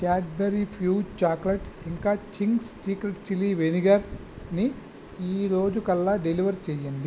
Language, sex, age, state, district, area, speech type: Telugu, male, 45-60, Andhra Pradesh, Visakhapatnam, urban, read